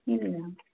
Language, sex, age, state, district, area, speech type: Kannada, female, 30-45, Karnataka, Chitradurga, rural, conversation